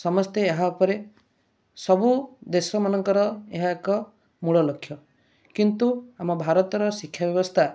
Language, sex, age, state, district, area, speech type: Odia, male, 30-45, Odisha, Kendrapara, urban, spontaneous